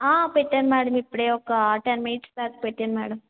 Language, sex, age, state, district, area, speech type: Telugu, female, 18-30, Andhra Pradesh, Kakinada, urban, conversation